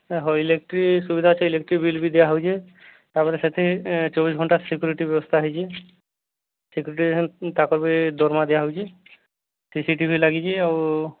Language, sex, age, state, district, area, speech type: Odia, male, 30-45, Odisha, Subarnapur, urban, conversation